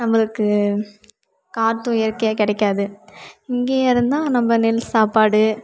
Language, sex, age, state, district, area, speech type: Tamil, female, 18-30, Tamil Nadu, Kallakurichi, urban, spontaneous